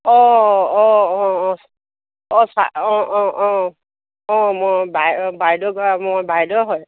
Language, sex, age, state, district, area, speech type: Assamese, female, 60+, Assam, Dibrugarh, rural, conversation